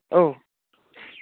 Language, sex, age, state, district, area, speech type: Bodo, male, 18-30, Assam, Chirang, urban, conversation